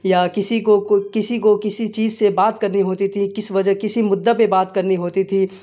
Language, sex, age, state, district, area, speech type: Urdu, male, 30-45, Bihar, Darbhanga, rural, spontaneous